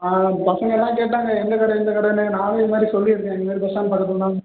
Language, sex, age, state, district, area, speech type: Tamil, male, 18-30, Tamil Nadu, Perambalur, rural, conversation